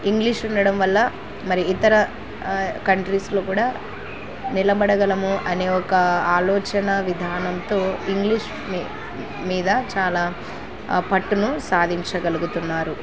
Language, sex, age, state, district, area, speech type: Telugu, female, 18-30, Andhra Pradesh, Kurnool, rural, spontaneous